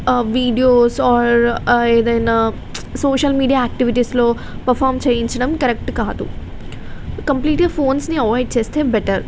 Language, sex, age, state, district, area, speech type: Telugu, female, 18-30, Telangana, Jagtial, rural, spontaneous